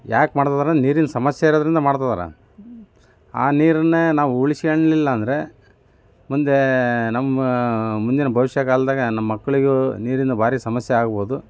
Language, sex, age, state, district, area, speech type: Kannada, male, 45-60, Karnataka, Davanagere, urban, spontaneous